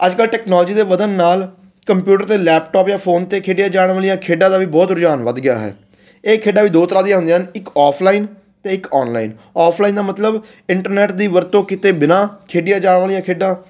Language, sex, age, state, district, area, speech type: Punjabi, male, 30-45, Punjab, Fatehgarh Sahib, urban, spontaneous